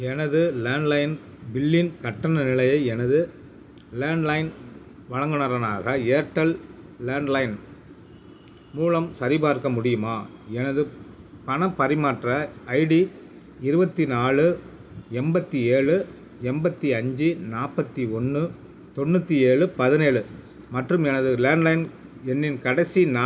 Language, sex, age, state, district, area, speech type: Tamil, male, 60+, Tamil Nadu, Perambalur, urban, read